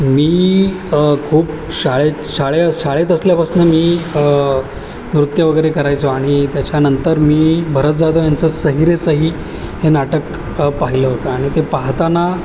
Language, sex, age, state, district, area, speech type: Marathi, male, 30-45, Maharashtra, Ahmednagar, urban, spontaneous